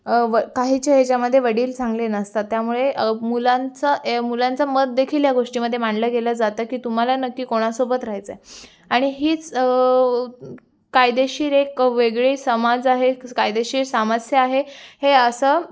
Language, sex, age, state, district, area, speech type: Marathi, female, 18-30, Maharashtra, Raigad, urban, spontaneous